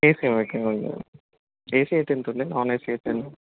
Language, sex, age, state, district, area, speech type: Telugu, male, 30-45, Telangana, Peddapalli, rural, conversation